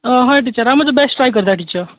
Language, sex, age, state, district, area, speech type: Goan Konkani, male, 18-30, Goa, Tiswadi, rural, conversation